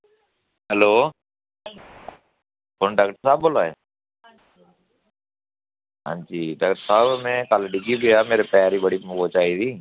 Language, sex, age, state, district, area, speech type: Dogri, male, 45-60, Jammu and Kashmir, Samba, rural, conversation